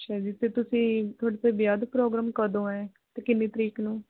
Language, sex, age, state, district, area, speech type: Punjabi, female, 18-30, Punjab, Rupnagar, rural, conversation